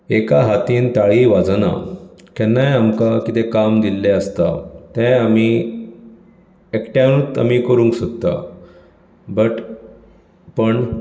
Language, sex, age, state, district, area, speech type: Goan Konkani, male, 30-45, Goa, Bardez, urban, spontaneous